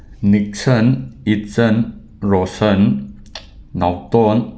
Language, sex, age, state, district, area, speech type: Manipuri, male, 18-30, Manipur, Imphal West, rural, spontaneous